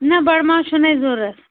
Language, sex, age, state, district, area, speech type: Kashmiri, female, 18-30, Jammu and Kashmir, Anantnag, rural, conversation